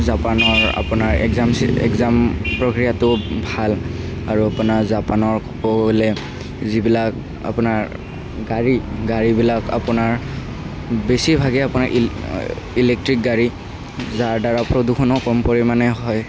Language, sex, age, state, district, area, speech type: Assamese, male, 18-30, Assam, Kamrup Metropolitan, urban, spontaneous